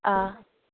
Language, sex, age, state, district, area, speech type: Manipuri, female, 30-45, Manipur, Kakching, rural, conversation